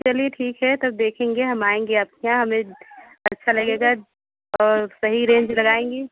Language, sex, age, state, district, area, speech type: Hindi, female, 30-45, Uttar Pradesh, Bhadohi, rural, conversation